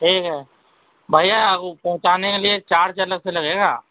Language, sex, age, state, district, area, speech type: Urdu, male, 30-45, Uttar Pradesh, Gautam Buddha Nagar, urban, conversation